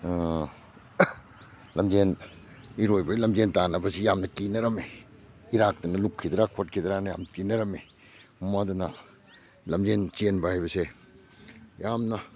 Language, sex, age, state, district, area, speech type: Manipuri, male, 60+, Manipur, Kakching, rural, spontaneous